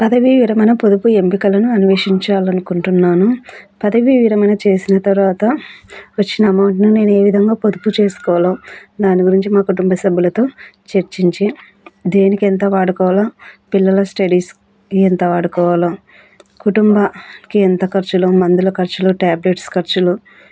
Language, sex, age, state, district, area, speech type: Telugu, female, 30-45, Andhra Pradesh, Kurnool, rural, spontaneous